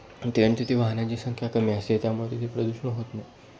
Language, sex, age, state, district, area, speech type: Marathi, male, 18-30, Maharashtra, Kolhapur, urban, spontaneous